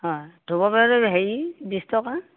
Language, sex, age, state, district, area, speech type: Assamese, female, 60+, Assam, Morigaon, rural, conversation